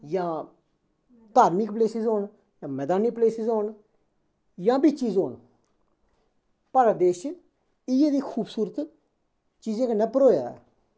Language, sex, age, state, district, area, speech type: Dogri, male, 30-45, Jammu and Kashmir, Kathua, rural, spontaneous